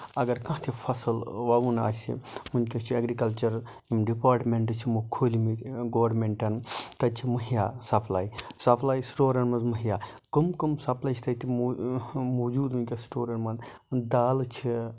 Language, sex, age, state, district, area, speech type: Kashmiri, male, 60+, Jammu and Kashmir, Budgam, rural, spontaneous